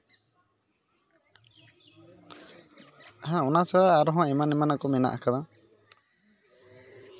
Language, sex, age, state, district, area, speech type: Santali, male, 18-30, West Bengal, Purulia, rural, spontaneous